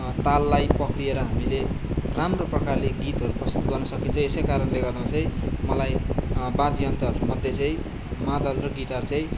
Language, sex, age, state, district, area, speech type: Nepali, male, 18-30, West Bengal, Darjeeling, rural, spontaneous